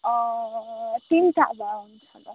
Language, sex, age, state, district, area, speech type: Nepali, female, 18-30, West Bengal, Kalimpong, rural, conversation